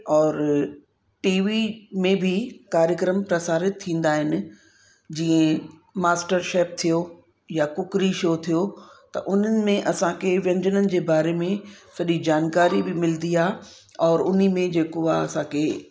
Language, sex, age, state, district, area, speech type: Sindhi, female, 45-60, Uttar Pradesh, Lucknow, urban, spontaneous